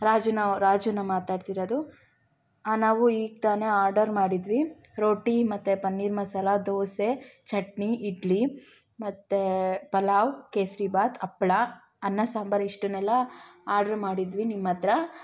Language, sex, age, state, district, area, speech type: Kannada, female, 18-30, Karnataka, Tumkur, rural, spontaneous